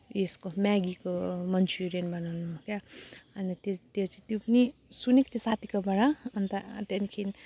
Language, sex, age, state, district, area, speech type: Nepali, female, 30-45, West Bengal, Jalpaiguri, urban, spontaneous